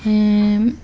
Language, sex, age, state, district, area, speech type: Odia, female, 18-30, Odisha, Subarnapur, urban, spontaneous